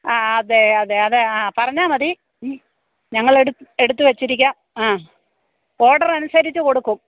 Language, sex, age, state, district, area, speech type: Malayalam, female, 60+, Kerala, Pathanamthitta, rural, conversation